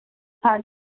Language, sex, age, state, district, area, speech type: Punjabi, female, 30-45, Punjab, Muktsar, urban, conversation